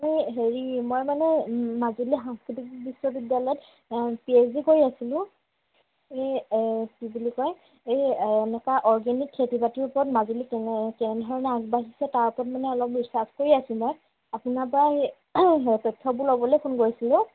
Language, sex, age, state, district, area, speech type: Assamese, female, 18-30, Assam, Majuli, urban, conversation